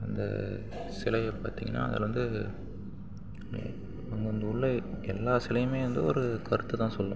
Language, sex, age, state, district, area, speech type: Tamil, male, 45-60, Tamil Nadu, Tiruvarur, urban, spontaneous